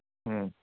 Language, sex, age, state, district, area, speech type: Kannada, male, 45-60, Karnataka, Davanagere, urban, conversation